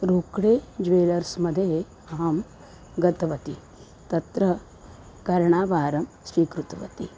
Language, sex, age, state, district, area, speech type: Sanskrit, female, 45-60, Maharashtra, Nagpur, urban, spontaneous